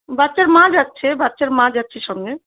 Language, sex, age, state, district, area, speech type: Bengali, female, 45-60, West Bengal, Darjeeling, rural, conversation